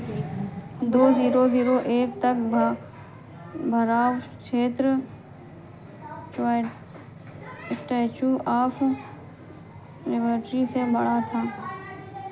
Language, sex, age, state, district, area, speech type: Hindi, female, 30-45, Uttar Pradesh, Sitapur, rural, read